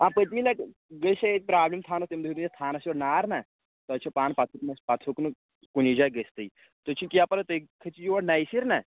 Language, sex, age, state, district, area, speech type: Kashmiri, male, 18-30, Jammu and Kashmir, Kulgam, rural, conversation